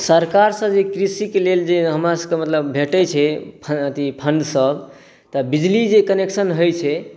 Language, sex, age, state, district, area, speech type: Maithili, male, 18-30, Bihar, Saharsa, rural, spontaneous